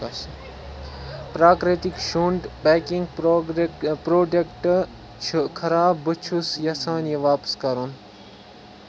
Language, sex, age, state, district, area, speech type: Kashmiri, other, 18-30, Jammu and Kashmir, Kupwara, rural, read